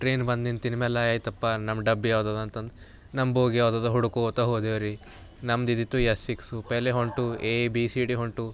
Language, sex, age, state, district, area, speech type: Kannada, male, 18-30, Karnataka, Bidar, urban, spontaneous